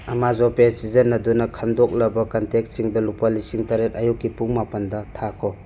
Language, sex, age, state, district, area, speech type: Manipuri, male, 30-45, Manipur, Churachandpur, rural, read